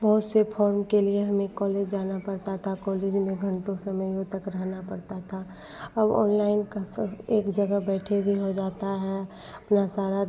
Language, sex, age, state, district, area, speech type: Hindi, female, 18-30, Bihar, Madhepura, rural, spontaneous